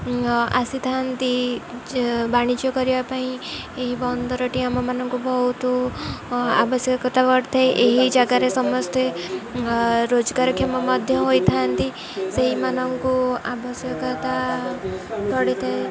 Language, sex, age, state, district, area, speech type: Odia, female, 18-30, Odisha, Jagatsinghpur, rural, spontaneous